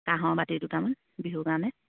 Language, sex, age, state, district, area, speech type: Assamese, female, 30-45, Assam, Charaideo, rural, conversation